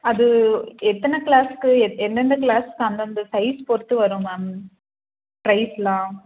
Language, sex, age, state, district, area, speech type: Tamil, female, 18-30, Tamil Nadu, Krishnagiri, rural, conversation